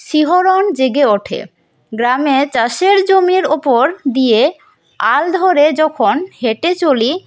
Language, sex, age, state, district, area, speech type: Bengali, female, 18-30, West Bengal, Paschim Bardhaman, rural, spontaneous